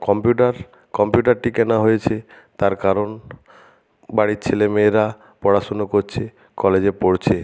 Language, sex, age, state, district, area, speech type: Bengali, male, 60+, West Bengal, Nadia, rural, spontaneous